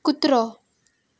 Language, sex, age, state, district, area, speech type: Goan Konkani, female, 18-30, Goa, Canacona, rural, read